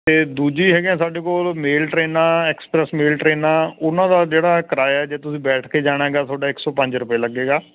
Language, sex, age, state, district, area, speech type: Punjabi, male, 45-60, Punjab, Sangrur, urban, conversation